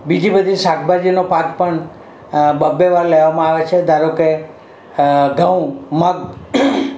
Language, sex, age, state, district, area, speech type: Gujarati, male, 60+, Gujarat, Valsad, urban, spontaneous